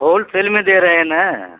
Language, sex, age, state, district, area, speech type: Hindi, male, 45-60, Uttar Pradesh, Azamgarh, rural, conversation